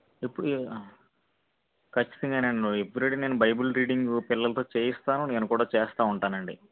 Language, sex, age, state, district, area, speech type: Telugu, male, 45-60, Andhra Pradesh, East Godavari, rural, conversation